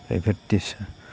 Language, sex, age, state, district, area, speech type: Assamese, male, 45-60, Assam, Goalpara, urban, spontaneous